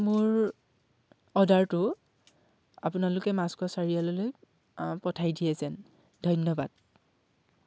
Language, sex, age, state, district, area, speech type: Assamese, male, 18-30, Assam, Dhemaji, rural, spontaneous